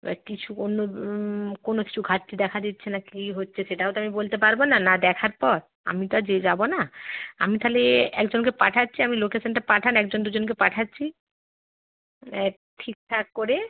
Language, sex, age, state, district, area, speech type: Bengali, female, 45-60, West Bengal, Bankura, urban, conversation